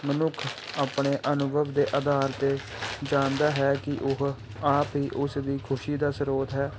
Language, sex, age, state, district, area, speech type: Punjabi, male, 18-30, Punjab, Pathankot, urban, spontaneous